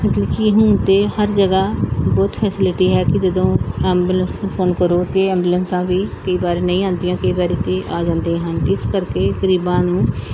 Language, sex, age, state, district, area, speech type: Punjabi, female, 45-60, Punjab, Pathankot, rural, spontaneous